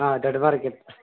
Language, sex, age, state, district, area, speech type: Kannada, male, 18-30, Karnataka, Mysore, urban, conversation